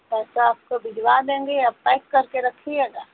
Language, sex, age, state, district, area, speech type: Hindi, female, 30-45, Uttar Pradesh, Mau, rural, conversation